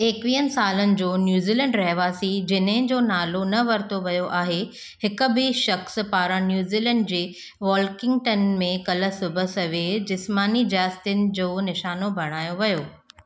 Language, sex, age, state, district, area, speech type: Sindhi, female, 30-45, Maharashtra, Thane, urban, read